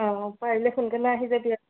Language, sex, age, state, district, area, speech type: Assamese, female, 30-45, Assam, Sonitpur, rural, conversation